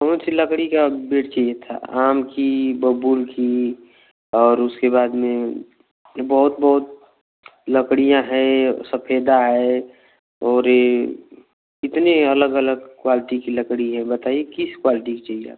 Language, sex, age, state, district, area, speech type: Hindi, male, 18-30, Uttar Pradesh, Ghazipur, rural, conversation